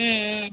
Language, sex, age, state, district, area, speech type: Tamil, female, 18-30, Tamil Nadu, Viluppuram, urban, conversation